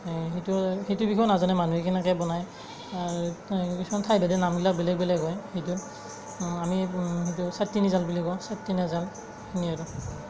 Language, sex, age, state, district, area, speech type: Assamese, male, 18-30, Assam, Darrang, rural, spontaneous